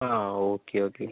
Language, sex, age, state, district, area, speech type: Malayalam, male, 45-60, Kerala, Wayanad, rural, conversation